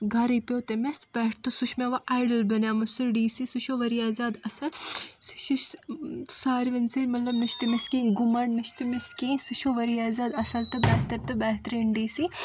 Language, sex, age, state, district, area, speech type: Kashmiri, female, 30-45, Jammu and Kashmir, Bandipora, urban, spontaneous